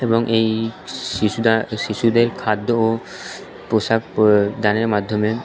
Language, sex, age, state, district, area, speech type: Bengali, male, 18-30, West Bengal, Purba Bardhaman, urban, spontaneous